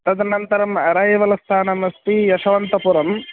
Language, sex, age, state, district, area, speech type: Sanskrit, male, 18-30, Karnataka, Dakshina Kannada, rural, conversation